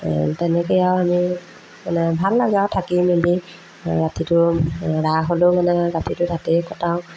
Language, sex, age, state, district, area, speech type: Assamese, female, 30-45, Assam, Majuli, urban, spontaneous